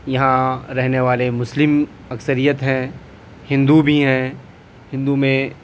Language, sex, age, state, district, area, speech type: Urdu, male, 18-30, Delhi, South Delhi, urban, spontaneous